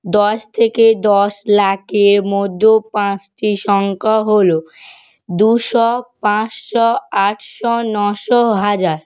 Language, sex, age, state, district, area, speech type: Bengali, female, 18-30, West Bengal, North 24 Parganas, rural, spontaneous